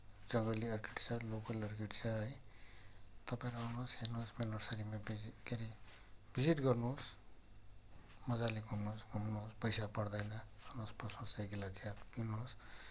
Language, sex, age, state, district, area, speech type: Nepali, male, 60+, West Bengal, Kalimpong, rural, spontaneous